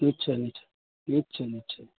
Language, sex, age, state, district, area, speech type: Assamese, male, 45-60, Assam, Udalguri, rural, conversation